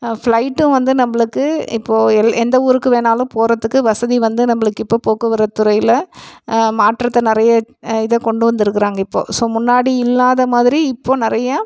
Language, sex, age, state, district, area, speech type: Tamil, female, 30-45, Tamil Nadu, Erode, rural, spontaneous